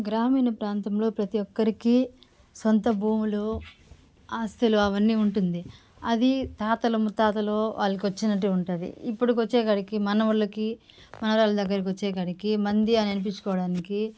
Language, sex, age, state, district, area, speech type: Telugu, female, 30-45, Andhra Pradesh, Sri Balaji, rural, spontaneous